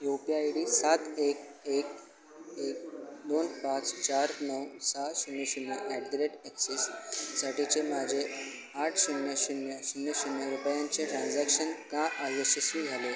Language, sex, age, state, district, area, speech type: Marathi, male, 18-30, Maharashtra, Sangli, rural, read